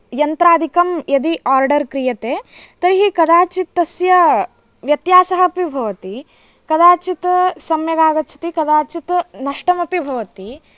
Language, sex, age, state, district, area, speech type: Sanskrit, female, 18-30, Karnataka, Uttara Kannada, rural, spontaneous